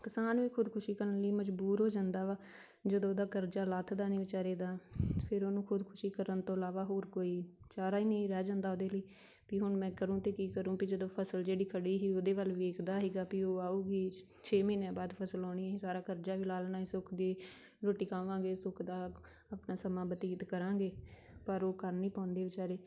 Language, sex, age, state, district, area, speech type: Punjabi, female, 30-45, Punjab, Tarn Taran, rural, spontaneous